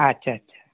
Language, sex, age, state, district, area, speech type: Bengali, male, 60+, West Bengal, North 24 Parganas, urban, conversation